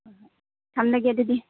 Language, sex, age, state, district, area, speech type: Manipuri, female, 18-30, Manipur, Chandel, rural, conversation